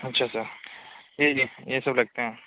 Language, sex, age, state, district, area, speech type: Urdu, male, 30-45, Uttar Pradesh, Lucknow, urban, conversation